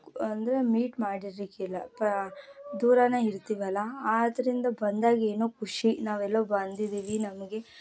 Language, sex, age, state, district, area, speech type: Kannada, female, 18-30, Karnataka, Mysore, rural, spontaneous